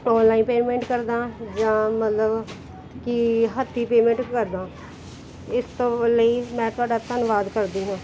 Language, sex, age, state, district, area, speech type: Punjabi, female, 30-45, Punjab, Gurdaspur, urban, spontaneous